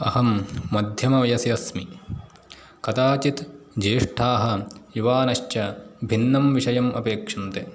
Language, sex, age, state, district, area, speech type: Sanskrit, male, 18-30, Karnataka, Uttara Kannada, rural, spontaneous